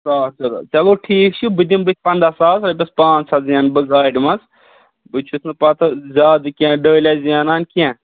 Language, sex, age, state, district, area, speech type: Kashmiri, male, 18-30, Jammu and Kashmir, Budgam, rural, conversation